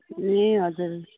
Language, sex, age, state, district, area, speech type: Nepali, female, 60+, West Bengal, Kalimpong, rural, conversation